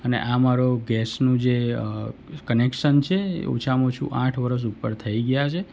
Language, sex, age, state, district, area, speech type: Gujarati, male, 45-60, Gujarat, Surat, rural, spontaneous